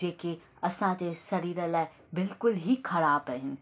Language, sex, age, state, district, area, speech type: Sindhi, female, 30-45, Maharashtra, Thane, urban, spontaneous